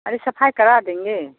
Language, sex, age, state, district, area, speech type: Hindi, female, 45-60, Bihar, Samastipur, rural, conversation